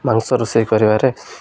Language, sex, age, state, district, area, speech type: Odia, male, 18-30, Odisha, Malkangiri, urban, spontaneous